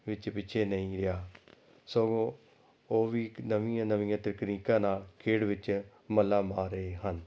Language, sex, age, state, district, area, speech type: Punjabi, male, 45-60, Punjab, Amritsar, urban, spontaneous